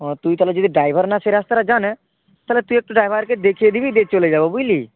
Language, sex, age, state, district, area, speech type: Bengali, male, 18-30, West Bengal, Nadia, rural, conversation